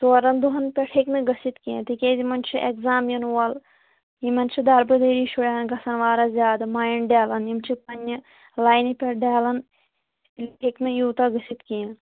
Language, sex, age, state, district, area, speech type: Kashmiri, female, 18-30, Jammu and Kashmir, Kulgam, rural, conversation